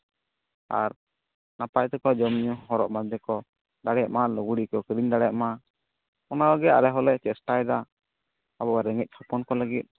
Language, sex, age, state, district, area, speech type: Santali, male, 18-30, West Bengal, Jhargram, rural, conversation